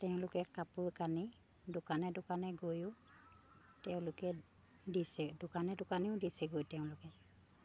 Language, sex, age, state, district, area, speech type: Assamese, female, 30-45, Assam, Sivasagar, rural, spontaneous